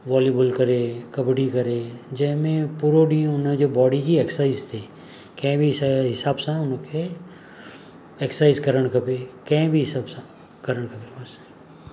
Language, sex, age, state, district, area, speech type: Sindhi, male, 45-60, Maharashtra, Mumbai Suburban, urban, spontaneous